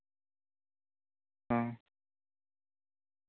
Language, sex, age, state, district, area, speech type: Santali, male, 18-30, West Bengal, Bankura, rural, conversation